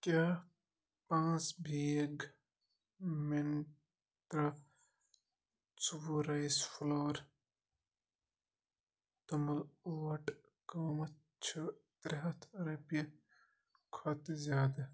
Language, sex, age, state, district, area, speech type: Kashmiri, male, 18-30, Jammu and Kashmir, Bandipora, rural, read